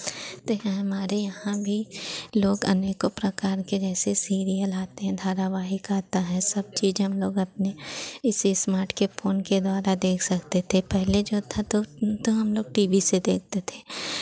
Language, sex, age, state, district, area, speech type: Hindi, female, 30-45, Uttar Pradesh, Pratapgarh, rural, spontaneous